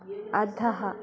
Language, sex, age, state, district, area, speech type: Sanskrit, female, 18-30, Karnataka, Belgaum, rural, read